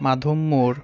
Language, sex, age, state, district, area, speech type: Bengali, male, 18-30, West Bengal, Alipurduar, rural, spontaneous